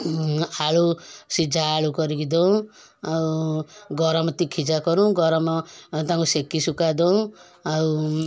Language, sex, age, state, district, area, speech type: Odia, female, 45-60, Odisha, Kendujhar, urban, spontaneous